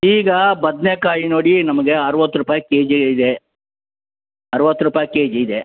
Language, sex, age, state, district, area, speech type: Kannada, male, 60+, Karnataka, Bellary, rural, conversation